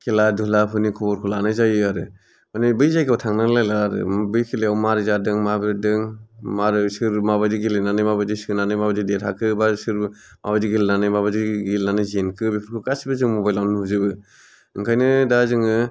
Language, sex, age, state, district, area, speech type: Bodo, male, 45-60, Assam, Kokrajhar, rural, spontaneous